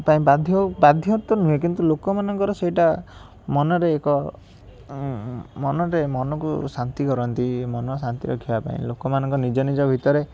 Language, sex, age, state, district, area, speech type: Odia, male, 18-30, Odisha, Puri, urban, spontaneous